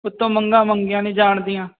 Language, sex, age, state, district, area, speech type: Punjabi, male, 18-30, Punjab, Firozpur, rural, conversation